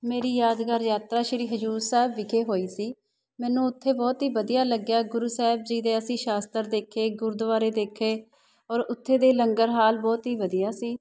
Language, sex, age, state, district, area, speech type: Punjabi, female, 30-45, Punjab, Shaheed Bhagat Singh Nagar, urban, spontaneous